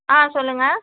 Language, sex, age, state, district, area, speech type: Tamil, female, 30-45, Tamil Nadu, Kanyakumari, urban, conversation